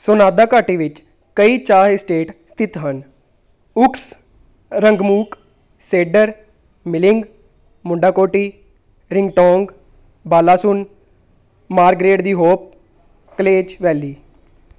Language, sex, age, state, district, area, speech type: Punjabi, female, 18-30, Punjab, Tarn Taran, urban, read